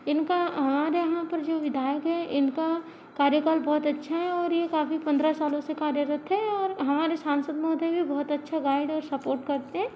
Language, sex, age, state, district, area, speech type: Hindi, female, 60+, Madhya Pradesh, Balaghat, rural, spontaneous